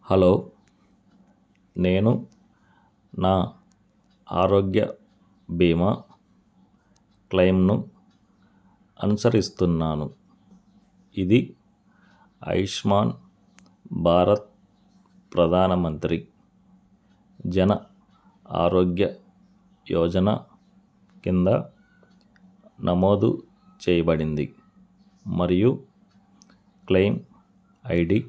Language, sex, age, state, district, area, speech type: Telugu, male, 45-60, Andhra Pradesh, N T Rama Rao, urban, read